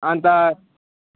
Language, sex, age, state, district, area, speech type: Nepali, male, 18-30, West Bengal, Alipurduar, urban, conversation